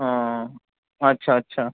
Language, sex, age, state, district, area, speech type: Bengali, male, 18-30, West Bengal, Kolkata, urban, conversation